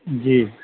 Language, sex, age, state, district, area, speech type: Urdu, male, 45-60, Bihar, Saharsa, rural, conversation